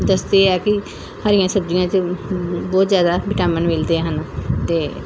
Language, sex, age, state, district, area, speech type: Punjabi, female, 45-60, Punjab, Pathankot, rural, spontaneous